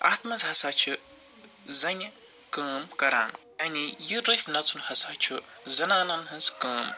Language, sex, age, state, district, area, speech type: Kashmiri, male, 45-60, Jammu and Kashmir, Srinagar, urban, spontaneous